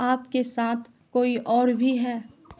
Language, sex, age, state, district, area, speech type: Urdu, female, 18-30, Bihar, Supaul, rural, read